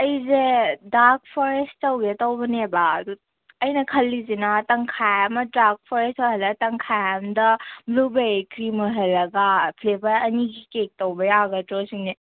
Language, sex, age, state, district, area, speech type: Manipuri, female, 18-30, Manipur, Senapati, rural, conversation